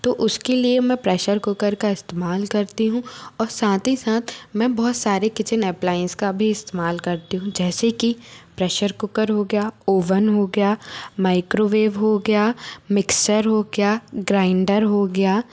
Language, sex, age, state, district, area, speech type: Hindi, female, 30-45, Madhya Pradesh, Bhopal, urban, spontaneous